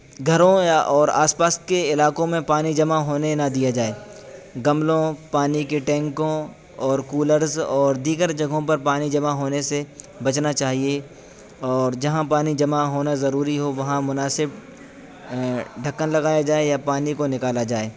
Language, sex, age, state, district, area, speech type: Urdu, male, 18-30, Uttar Pradesh, Saharanpur, urban, spontaneous